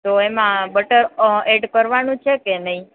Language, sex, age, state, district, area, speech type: Gujarati, female, 18-30, Gujarat, Junagadh, rural, conversation